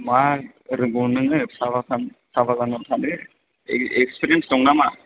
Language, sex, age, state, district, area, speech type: Bodo, male, 18-30, Assam, Chirang, urban, conversation